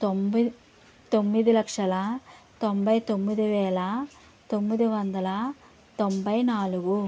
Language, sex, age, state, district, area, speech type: Telugu, male, 45-60, Andhra Pradesh, West Godavari, rural, spontaneous